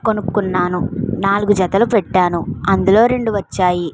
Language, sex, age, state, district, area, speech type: Telugu, female, 45-60, Andhra Pradesh, Kakinada, rural, spontaneous